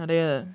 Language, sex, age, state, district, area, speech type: Tamil, male, 45-60, Tamil Nadu, Ariyalur, rural, spontaneous